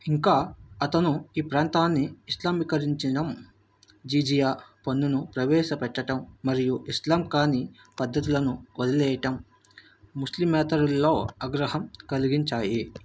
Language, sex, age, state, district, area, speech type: Telugu, male, 45-60, Andhra Pradesh, Vizianagaram, rural, read